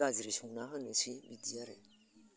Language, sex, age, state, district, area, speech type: Bodo, female, 60+, Assam, Udalguri, rural, spontaneous